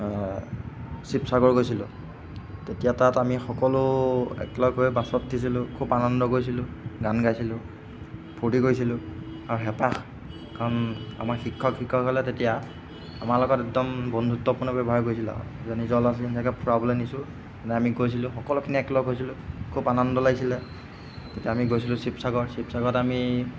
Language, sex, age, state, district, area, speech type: Assamese, male, 18-30, Assam, Golaghat, urban, spontaneous